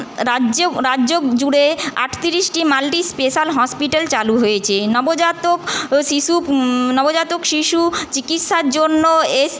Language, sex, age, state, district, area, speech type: Bengali, female, 30-45, West Bengal, Paschim Bardhaman, urban, spontaneous